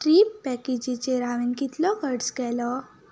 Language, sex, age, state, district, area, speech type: Goan Konkani, female, 18-30, Goa, Ponda, rural, read